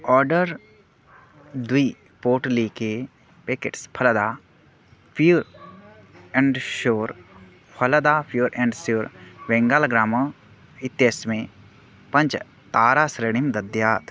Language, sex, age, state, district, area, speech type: Sanskrit, male, 18-30, Odisha, Bargarh, rural, read